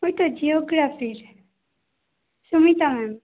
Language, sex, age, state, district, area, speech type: Bengali, female, 18-30, West Bengal, Howrah, urban, conversation